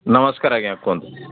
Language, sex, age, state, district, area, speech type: Odia, male, 60+, Odisha, Jharsuguda, rural, conversation